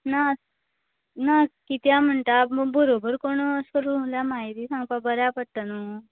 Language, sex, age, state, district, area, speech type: Goan Konkani, female, 18-30, Goa, Canacona, rural, conversation